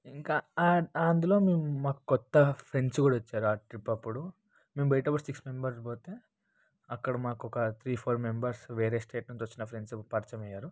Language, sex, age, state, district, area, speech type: Telugu, male, 30-45, Telangana, Ranga Reddy, urban, spontaneous